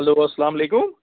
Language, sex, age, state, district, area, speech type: Kashmiri, male, 30-45, Jammu and Kashmir, Anantnag, rural, conversation